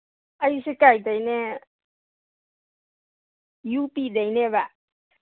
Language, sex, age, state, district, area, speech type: Manipuri, female, 30-45, Manipur, Imphal East, rural, conversation